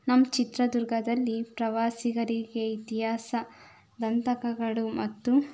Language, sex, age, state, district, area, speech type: Kannada, female, 18-30, Karnataka, Chitradurga, rural, spontaneous